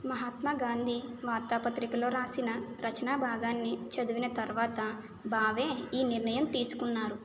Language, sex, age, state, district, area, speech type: Telugu, female, 30-45, Andhra Pradesh, Konaseema, urban, read